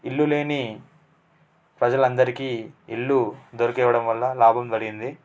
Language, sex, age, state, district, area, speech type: Telugu, male, 18-30, Telangana, Nalgonda, urban, spontaneous